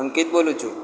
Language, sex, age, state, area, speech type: Gujarati, male, 18-30, Gujarat, rural, spontaneous